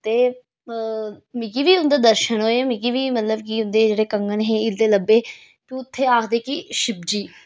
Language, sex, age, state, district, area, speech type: Dogri, female, 30-45, Jammu and Kashmir, Reasi, rural, spontaneous